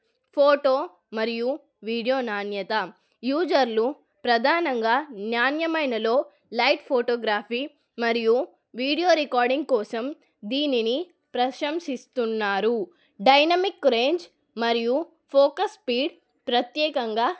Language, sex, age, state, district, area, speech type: Telugu, female, 30-45, Telangana, Adilabad, rural, spontaneous